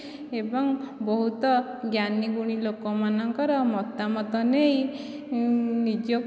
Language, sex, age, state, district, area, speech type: Odia, female, 18-30, Odisha, Dhenkanal, rural, spontaneous